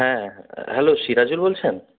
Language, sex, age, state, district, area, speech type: Bengali, male, 30-45, West Bengal, South 24 Parganas, rural, conversation